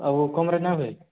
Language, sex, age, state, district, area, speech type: Odia, male, 18-30, Odisha, Boudh, rural, conversation